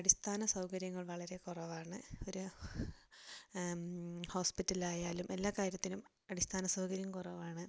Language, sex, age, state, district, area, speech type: Malayalam, female, 18-30, Kerala, Wayanad, rural, spontaneous